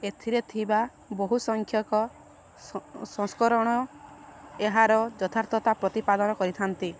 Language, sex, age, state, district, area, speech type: Odia, female, 18-30, Odisha, Subarnapur, urban, read